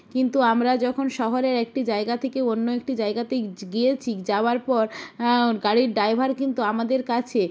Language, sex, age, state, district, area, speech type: Bengali, female, 45-60, West Bengal, Jalpaiguri, rural, spontaneous